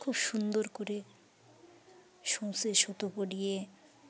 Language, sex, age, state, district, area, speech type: Bengali, female, 30-45, West Bengal, Uttar Dinajpur, urban, spontaneous